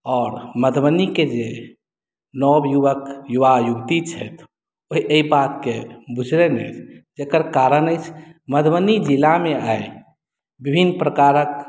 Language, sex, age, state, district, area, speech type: Maithili, male, 30-45, Bihar, Madhubani, rural, spontaneous